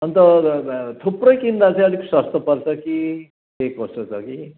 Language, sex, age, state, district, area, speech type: Nepali, male, 60+, West Bengal, Kalimpong, rural, conversation